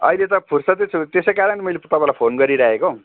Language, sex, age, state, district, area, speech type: Nepali, male, 60+, West Bengal, Darjeeling, rural, conversation